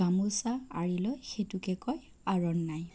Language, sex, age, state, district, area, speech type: Assamese, female, 30-45, Assam, Sonitpur, rural, spontaneous